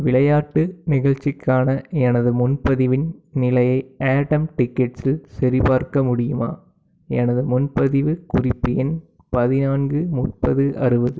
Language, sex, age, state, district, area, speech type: Tamil, male, 18-30, Tamil Nadu, Tiruppur, urban, read